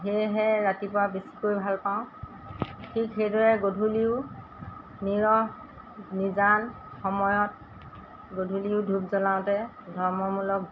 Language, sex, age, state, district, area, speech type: Assamese, female, 60+, Assam, Golaghat, rural, spontaneous